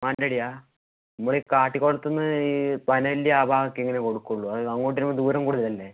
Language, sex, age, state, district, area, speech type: Malayalam, male, 18-30, Kerala, Wayanad, rural, conversation